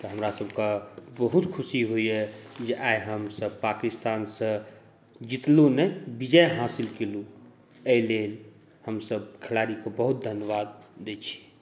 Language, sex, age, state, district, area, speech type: Maithili, male, 30-45, Bihar, Saharsa, urban, spontaneous